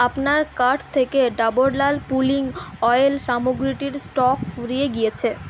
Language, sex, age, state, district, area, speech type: Bengali, female, 45-60, West Bengal, Purulia, urban, read